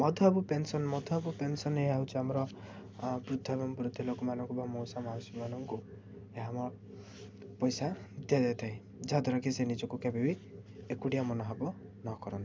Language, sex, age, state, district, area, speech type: Odia, male, 18-30, Odisha, Ganjam, urban, spontaneous